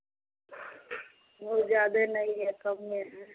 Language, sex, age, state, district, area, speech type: Hindi, female, 30-45, Bihar, Samastipur, rural, conversation